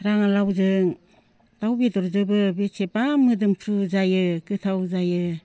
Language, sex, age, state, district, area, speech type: Bodo, female, 60+, Assam, Baksa, rural, spontaneous